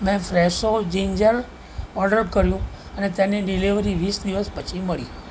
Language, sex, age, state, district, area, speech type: Gujarati, male, 60+, Gujarat, Ahmedabad, urban, read